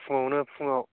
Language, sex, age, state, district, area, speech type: Bodo, male, 30-45, Assam, Kokrajhar, rural, conversation